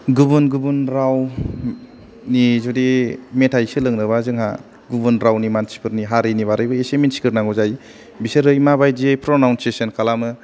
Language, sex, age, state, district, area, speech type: Bodo, male, 18-30, Assam, Kokrajhar, urban, spontaneous